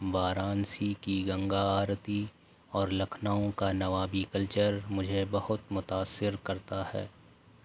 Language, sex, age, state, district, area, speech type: Urdu, male, 18-30, Delhi, North East Delhi, urban, spontaneous